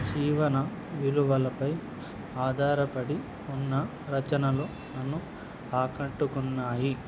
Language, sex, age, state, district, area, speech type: Telugu, male, 18-30, Andhra Pradesh, Nandyal, urban, spontaneous